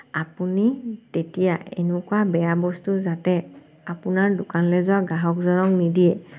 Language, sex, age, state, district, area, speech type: Assamese, female, 30-45, Assam, Sivasagar, rural, spontaneous